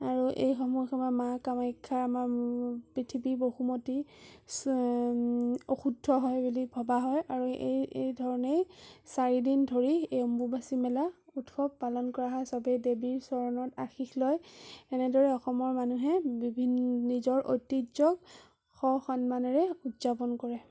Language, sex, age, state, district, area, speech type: Assamese, female, 18-30, Assam, Sonitpur, urban, spontaneous